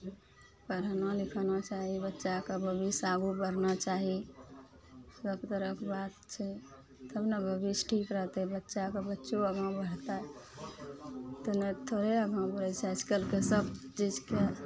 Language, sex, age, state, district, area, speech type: Maithili, female, 45-60, Bihar, Araria, rural, spontaneous